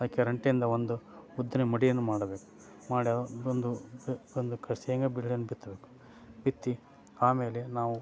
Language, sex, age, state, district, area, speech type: Kannada, male, 30-45, Karnataka, Koppal, rural, spontaneous